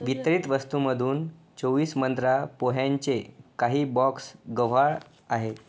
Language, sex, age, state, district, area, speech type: Marathi, male, 18-30, Maharashtra, Yavatmal, urban, read